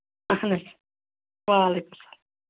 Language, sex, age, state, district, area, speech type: Kashmiri, female, 45-60, Jammu and Kashmir, Anantnag, rural, conversation